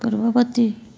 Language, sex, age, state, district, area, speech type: Odia, female, 30-45, Odisha, Rayagada, rural, read